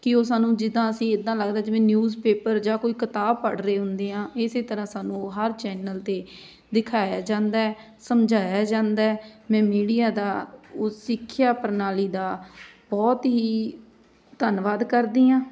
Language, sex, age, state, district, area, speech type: Punjabi, female, 30-45, Punjab, Patiala, urban, spontaneous